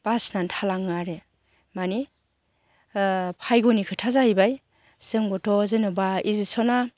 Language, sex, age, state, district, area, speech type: Bodo, female, 45-60, Assam, Chirang, rural, spontaneous